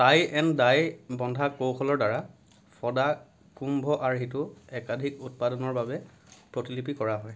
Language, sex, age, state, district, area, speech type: Assamese, male, 30-45, Assam, Kamrup Metropolitan, rural, read